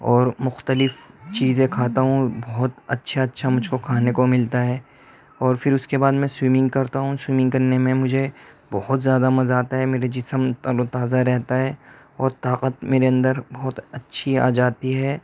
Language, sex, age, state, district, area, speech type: Urdu, male, 45-60, Delhi, Central Delhi, urban, spontaneous